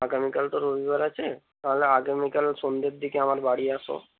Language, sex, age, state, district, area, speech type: Bengali, male, 18-30, West Bengal, North 24 Parganas, rural, conversation